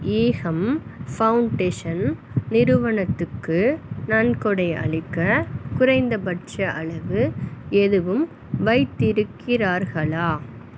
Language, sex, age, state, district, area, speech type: Tamil, female, 30-45, Tamil Nadu, Pudukkottai, rural, read